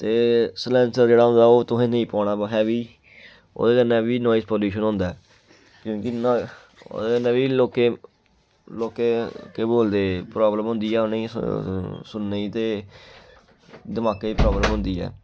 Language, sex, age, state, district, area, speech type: Dogri, male, 18-30, Jammu and Kashmir, Kathua, rural, spontaneous